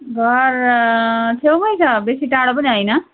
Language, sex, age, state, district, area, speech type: Nepali, female, 30-45, West Bengal, Darjeeling, rural, conversation